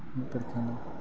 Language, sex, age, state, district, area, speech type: Bodo, male, 18-30, Assam, Kokrajhar, rural, spontaneous